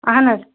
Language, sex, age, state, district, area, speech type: Kashmiri, female, 45-60, Jammu and Kashmir, Anantnag, rural, conversation